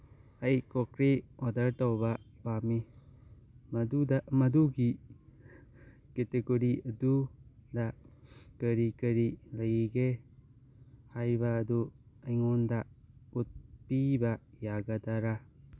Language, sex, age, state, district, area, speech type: Manipuri, male, 18-30, Manipur, Churachandpur, rural, read